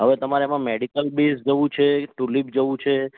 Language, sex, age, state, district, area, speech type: Gujarati, male, 45-60, Gujarat, Ahmedabad, urban, conversation